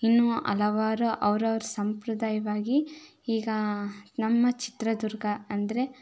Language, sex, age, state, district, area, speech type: Kannada, female, 18-30, Karnataka, Chitradurga, rural, spontaneous